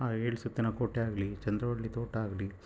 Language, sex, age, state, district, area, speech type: Kannada, male, 30-45, Karnataka, Chitradurga, rural, spontaneous